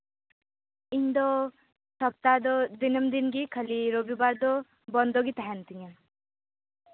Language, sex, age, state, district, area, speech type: Santali, female, 18-30, West Bengal, Purba Bardhaman, rural, conversation